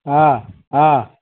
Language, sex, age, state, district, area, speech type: Gujarati, male, 18-30, Gujarat, Morbi, urban, conversation